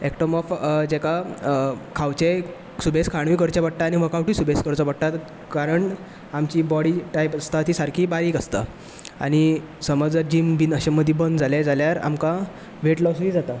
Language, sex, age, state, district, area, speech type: Goan Konkani, male, 18-30, Goa, Bardez, rural, spontaneous